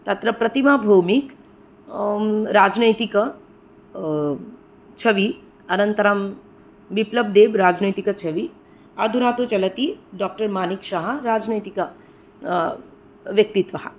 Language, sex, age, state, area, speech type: Sanskrit, female, 30-45, Tripura, urban, spontaneous